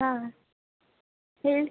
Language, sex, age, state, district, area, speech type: Kannada, female, 18-30, Karnataka, Gadag, rural, conversation